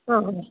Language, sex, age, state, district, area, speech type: Kannada, female, 60+, Karnataka, Mandya, rural, conversation